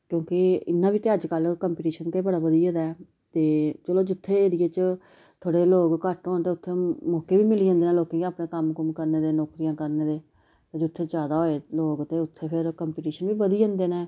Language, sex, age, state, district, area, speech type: Dogri, female, 30-45, Jammu and Kashmir, Samba, urban, spontaneous